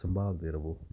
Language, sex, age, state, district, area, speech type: Punjabi, male, 30-45, Punjab, Gurdaspur, rural, spontaneous